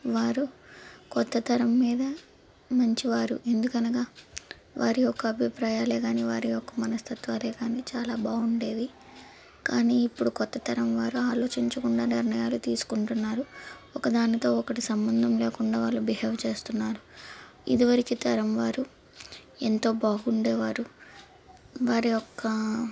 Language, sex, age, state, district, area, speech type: Telugu, female, 18-30, Andhra Pradesh, Palnadu, urban, spontaneous